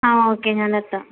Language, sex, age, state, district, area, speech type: Malayalam, female, 18-30, Kerala, Malappuram, rural, conversation